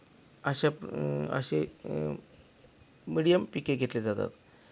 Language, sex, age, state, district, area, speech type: Marathi, male, 45-60, Maharashtra, Akola, rural, spontaneous